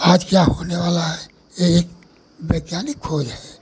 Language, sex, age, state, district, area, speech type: Hindi, male, 60+, Uttar Pradesh, Pratapgarh, rural, spontaneous